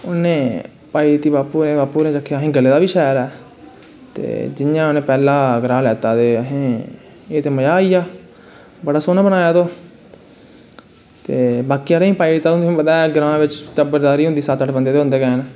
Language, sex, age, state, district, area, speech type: Dogri, male, 18-30, Jammu and Kashmir, Reasi, rural, spontaneous